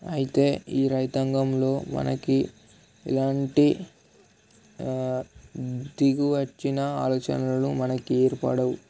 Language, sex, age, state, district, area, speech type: Telugu, male, 18-30, Telangana, Nirmal, urban, spontaneous